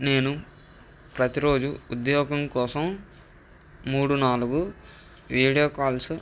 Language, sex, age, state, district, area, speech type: Telugu, male, 18-30, Andhra Pradesh, N T Rama Rao, urban, spontaneous